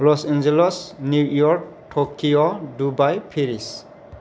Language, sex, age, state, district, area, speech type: Bodo, male, 45-60, Assam, Kokrajhar, rural, spontaneous